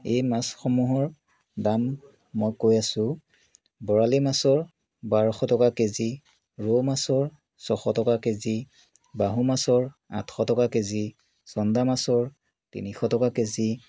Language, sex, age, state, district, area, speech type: Assamese, male, 30-45, Assam, Biswanath, rural, spontaneous